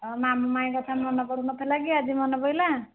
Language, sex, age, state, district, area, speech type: Odia, female, 45-60, Odisha, Nayagarh, rural, conversation